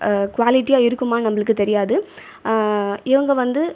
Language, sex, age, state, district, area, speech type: Tamil, female, 30-45, Tamil Nadu, Viluppuram, rural, spontaneous